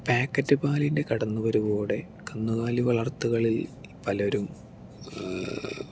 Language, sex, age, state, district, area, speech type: Malayalam, male, 18-30, Kerala, Palakkad, urban, spontaneous